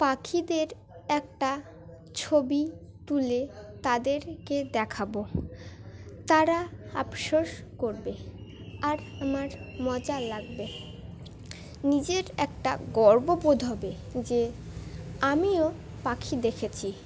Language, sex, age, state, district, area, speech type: Bengali, female, 18-30, West Bengal, Dakshin Dinajpur, urban, spontaneous